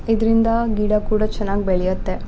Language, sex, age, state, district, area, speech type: Kannada, female, 18-30, Karnataka, Uttara Kannada, rural, spontaneous